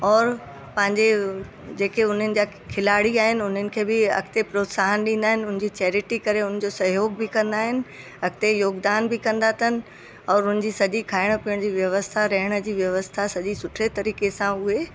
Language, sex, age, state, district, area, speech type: Sindhi, female, 60+, Uttar Pradesh, Lucknow, urban, spontaneous